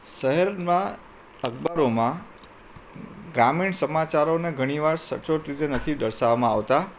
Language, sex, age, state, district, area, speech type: Gujarati, male, 45-60, Gujarat, Anand, urban, spontaneous